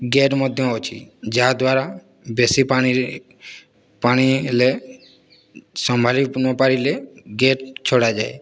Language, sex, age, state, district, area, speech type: Odia, male, 18-30, Odisha, Boudh, rural, spontaneous